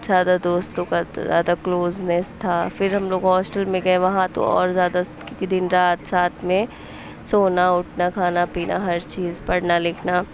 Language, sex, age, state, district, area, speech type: Urdu, female, 18-30, Uttar Pradesh, Mau, urban, spontaneous